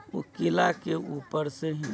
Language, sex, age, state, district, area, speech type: Maithili, male, 60+, Bihar, Sitamarhi, rural, read